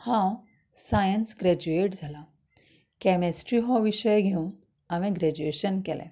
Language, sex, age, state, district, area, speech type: Goan Konkani, female, 30-45, Goa, Canacona, rural, spontaneous